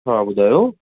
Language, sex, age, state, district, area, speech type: Sindhi, male, 30-45, Maharashtra, Thane, urban, conversation